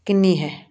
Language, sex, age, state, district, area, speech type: Punjabi, female, 30-45, Punjab, Muktsar, urban, read